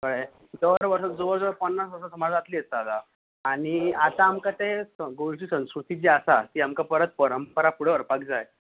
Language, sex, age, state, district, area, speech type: Goan Konkani, male, 18-30, Goa, Bardez, urban, conversation